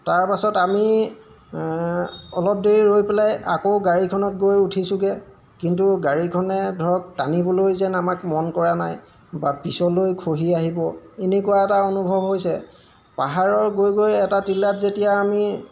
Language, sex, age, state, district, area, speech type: Assamese, male, 45-60, Assam, Golaghat, urban, spontaneous